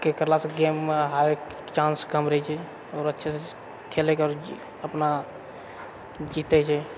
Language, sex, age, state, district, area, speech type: Maithili, male, 45-60, Bihar, Purnia, rural, spontaneous